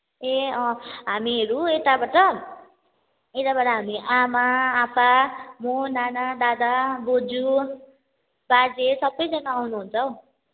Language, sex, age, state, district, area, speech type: Nepali, female, 18-30, West Bengal, Kalimpong, rural, conversation